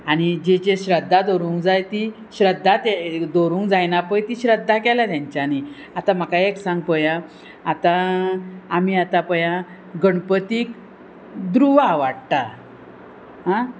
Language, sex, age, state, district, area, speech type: Goan Konkani, female, 45-60, Goa, Murmgao, rural, spontaneous